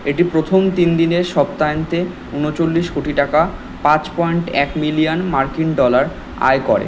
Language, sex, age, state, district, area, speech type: Bengali, male, 18-30, West Bengal, Kolkata, urban, read